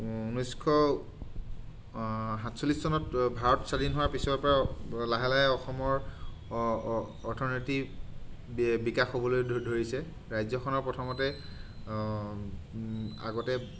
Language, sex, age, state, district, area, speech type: Assamese, male, 30-45, Assam, Sivasagar, urban, spontaneous